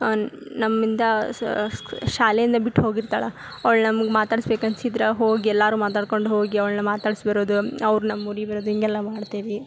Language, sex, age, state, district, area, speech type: Kannada, female, 18-30, Karnataka, Gadag, urban, spontaneous